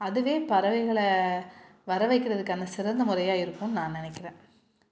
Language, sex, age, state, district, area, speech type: Tamil, female, 30-45, Tamil Nadu, Salem, urban, spontaneous